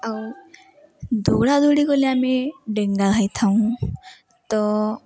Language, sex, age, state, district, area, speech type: Odia, female, 18-30, Odisha, Subarnapur, urban, spontaneous